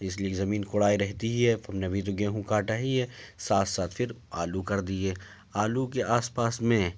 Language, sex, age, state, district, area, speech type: Urdu, male, 30-45, Uttar Pradesh, Ghaziabad, urban, spontaneous